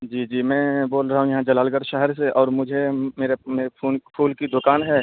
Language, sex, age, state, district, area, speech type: Urdu, male, 18-30, Bihar, Purnia, rural, conversation